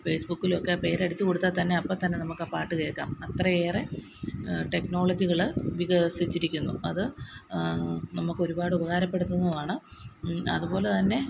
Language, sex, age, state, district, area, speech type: Malayalam, female, 30-45, Kerala, Kottayam, rural, spontaneous